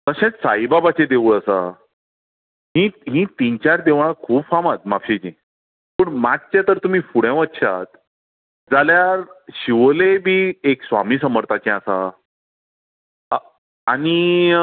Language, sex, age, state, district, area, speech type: Goan Konkani, female, 60+, Goa, Bardez, urban, conversation